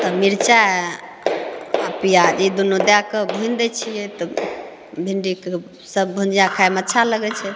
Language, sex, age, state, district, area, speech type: Maithili, female, 30-45, Bihar, Begusarai, rural, spontaneous